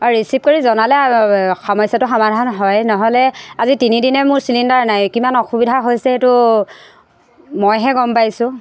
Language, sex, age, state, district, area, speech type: Assamese, female, 45-60, Assam, Jorhat, urban, spontaneous